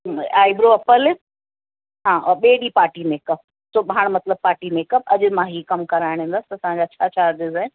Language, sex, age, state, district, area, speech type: Sindhi, female, 45-60, Uttar Pradesh, Lucknow, rural, conversation